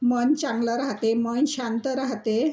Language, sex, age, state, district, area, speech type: Marathi, female, 60+, Maharashtra, Nagpur, urban, spontaneous